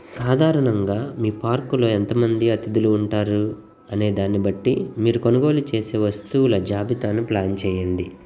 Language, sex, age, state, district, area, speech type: Telugu, male, 30-45, Andhra Pradesh, Guntur, rural, read